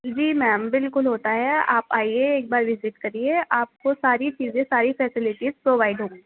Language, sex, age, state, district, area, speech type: Urdu, female, 18-30, Delhi, East Delhi, urban, conversation